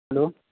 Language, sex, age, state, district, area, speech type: Urdu, male, 30-45, Bihar, Supaul, urban, conversation